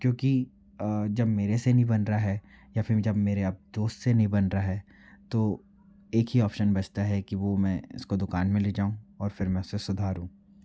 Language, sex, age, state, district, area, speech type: Hindi, male, 45-60, Madhya Pradesh, Bhopal, urban, spontaneous